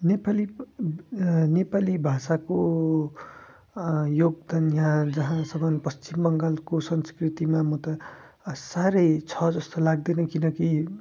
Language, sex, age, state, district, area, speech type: Nepali, male, 45-60, West Bengal, Darjeeling, rural, spontaneous